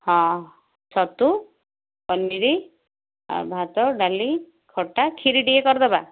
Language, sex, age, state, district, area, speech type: Odia, female, 45-60, Odisha, Gajapati, rural, conversation